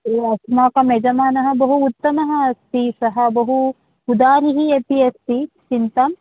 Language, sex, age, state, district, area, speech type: Sanskrit, female, 30-45, Karnataka, Bangalore Urban, urban, conversation